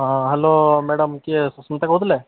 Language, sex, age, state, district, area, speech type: Odia, male, 45-60, Odisha, Sambalpur, rural, conversation